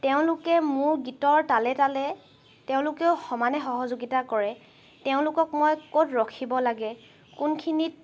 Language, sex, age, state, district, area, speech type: Assamese, female, 18-30, Assam, Charaideo, urban, spontaneous